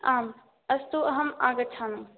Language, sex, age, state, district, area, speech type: Sanskrit, female, 18-30, Rajasthan, Jaipur, urban, conversation